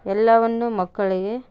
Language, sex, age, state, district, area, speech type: Kannada, female, 30-45, Karnataka, Bellary, rural, spontaneous